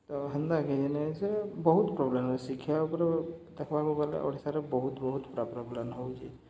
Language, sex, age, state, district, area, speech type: Odia, male, 30-45, Odisha, Subarnapur, urban, spontaneous